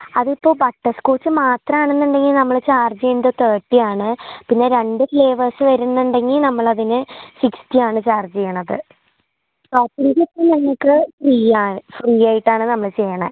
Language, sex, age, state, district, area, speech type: Malayalam, female, 18-30, Kerala, Thrissur, rural, conversation